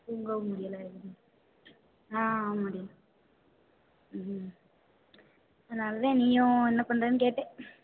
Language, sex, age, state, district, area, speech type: Tamil, female, 18-30, Tamil Nadu, Karur, rural, conversation